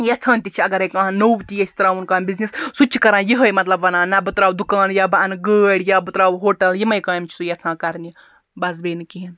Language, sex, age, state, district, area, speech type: Kashmiri, female, 30-45, Jammu and Kashmir, Baramulla, rural, spontaneous